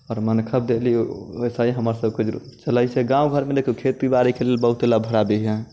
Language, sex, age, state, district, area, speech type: Maithili, male, 30-45, Bihar, Muzaffarpur, rural, spontaneous